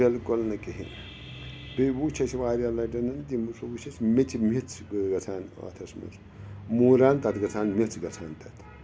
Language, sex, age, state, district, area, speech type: Kashmiri, male, 60+, Jammu and Kashmir, Srinagar, urban, spontaneous